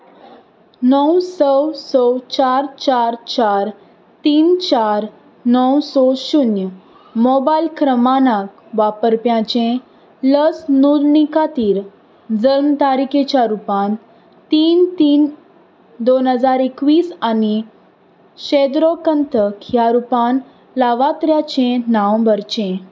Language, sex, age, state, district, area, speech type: Goan Konkani, female, 18-30, Goa, Salcete, rural, read